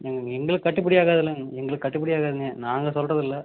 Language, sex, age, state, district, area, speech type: Tamil, male, 18-30, Tamil Nadu, Erode, rural, conversation